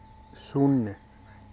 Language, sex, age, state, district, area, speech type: Hindi, male, 30-45, Madhya Pradesh, Hoshangabad, rural, read